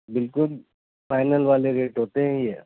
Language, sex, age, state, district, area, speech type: Urdu, male, 60+, Uttar Pradesh, Gautam Buddha Nagar, urban, conversation